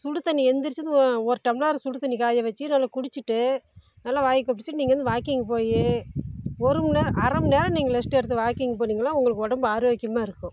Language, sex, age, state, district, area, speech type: Tamil, female, 30-45, Tamil Nadu, Salem, rural, spontaneous